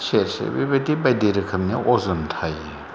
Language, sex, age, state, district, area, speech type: Bodo, male, 45-60, Assam, Chirang, rural, spontaneous